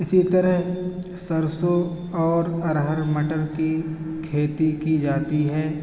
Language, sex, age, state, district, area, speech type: Urdu, male, 18-30, Uttar Pradesh, Siddharthnagar, rural, spontaneous